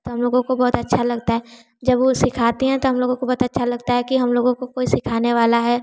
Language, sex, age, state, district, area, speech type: Hindi, female, 18-30, Uttar Pradesh, Varanasi, urban, spontaneous